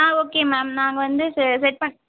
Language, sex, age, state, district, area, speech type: Tamil, female, 18-30, Tamil Nadu, Vellore, urban, conversation